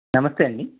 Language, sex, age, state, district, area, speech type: Telugu, male, 30-45, Andhra Pradesh, East Godavari, rural, conversation